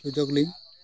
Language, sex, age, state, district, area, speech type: Santali, male, 60+, Odisha, Mayurbhanj, rural, spontaneous